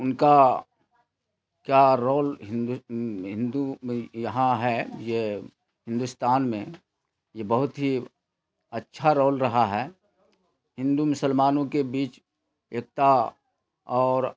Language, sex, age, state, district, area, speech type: Urdu, male, 60+, Bihar, Khagaria, rural, spontaneous